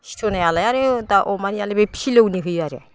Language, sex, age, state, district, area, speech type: Bodo, female, 60+, Assam, Udalguri, rural, spontaneous